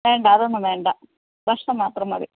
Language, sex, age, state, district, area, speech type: Malayalam, female, 18-30, Kerala, Wayanad, rural, conversation